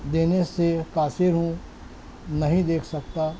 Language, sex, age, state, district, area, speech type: Urdu, male, 60+, Maharashtra, Nashik, urban, spontaneous